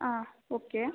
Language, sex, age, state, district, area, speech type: Kannada, female, 18-30, Karnataka, Bangalore Rural, rural, conversation